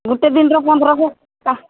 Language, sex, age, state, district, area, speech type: Odia, female, 45-60, Odisha, Sambalpur, rural, conversation